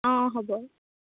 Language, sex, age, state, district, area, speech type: Assamese, female, 18-30, Assam, Dhemaji, urban, conversation